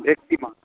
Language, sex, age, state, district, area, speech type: Bengali, male, 45-60, West Bengal, Howrah, urban, conversation